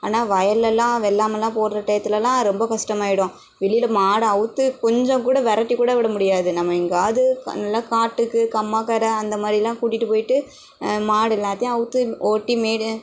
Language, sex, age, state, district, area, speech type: Tamil, female, 18-30, Tamil Nadu, Tirunelveli, rural, spontaneous